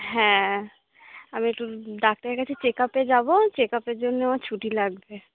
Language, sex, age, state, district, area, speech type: Bengali, female, 18-30, West Bengal, Birbhum, urban, conversation